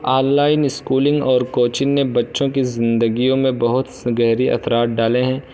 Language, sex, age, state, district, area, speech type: Urdu, male, 18-30, Uttar Pradesh, Balrampur, rural, spontaneous